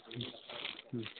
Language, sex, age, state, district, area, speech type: Kannada, male, 45-60, Karnataka, Davanagere, urban, conversation